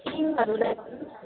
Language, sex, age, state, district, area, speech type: Nepali, female, 18-30, West Bengal, Kalimpong, rural, conversation